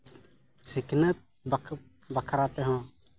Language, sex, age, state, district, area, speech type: Santali, male, 30-45, Jharkhand, East Singhbhum, rural, spontaneous